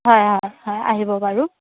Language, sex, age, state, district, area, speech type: Assamese, female, 60+, Assam, Darrang, rural, conversation